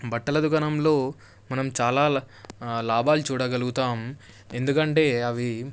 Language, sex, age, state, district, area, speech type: Telugu, male, 18-30, Telangana, Medak, rural, spontaneous